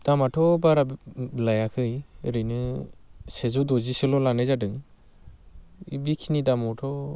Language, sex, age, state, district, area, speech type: Bodo, male, 18-30, Assam, Baksa, rural, spontaneous